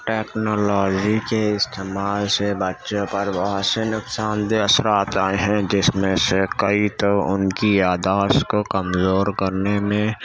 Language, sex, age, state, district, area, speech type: Urdu, male, 30-45, Uttar Pradesh, Gautam Buddha Nagar, urban, spontaneous